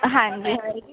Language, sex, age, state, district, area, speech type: Punjabi, female, 18-30, Punjab, Ludhiana, urban, conversation